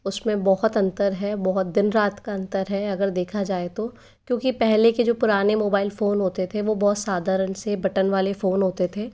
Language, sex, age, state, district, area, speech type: Hindi, female, 30-45, Rajasthan, Jaipur, urban, spontaneous